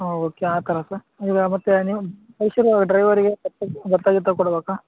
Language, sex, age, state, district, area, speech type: Kannada, male, 30-45, Karnataka, Raichur, rural, conversation